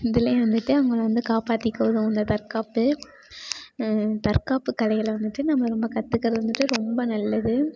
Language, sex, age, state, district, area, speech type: Tamil, female, 18-30, Tamil Nadu, Tiruchirappalli, rural, spontaneous